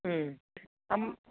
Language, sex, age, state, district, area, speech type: Malayalam, female, 30-45, Kerala, Idukki, rural, conversation